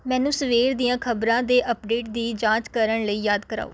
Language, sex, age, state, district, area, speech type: Punjabi, female, 18-30, Punjab, Rupnagar, rural, read